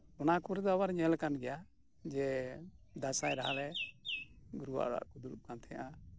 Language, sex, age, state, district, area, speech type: Santali, male, 60+, West Bengal, Birbhum, rural, spontaneous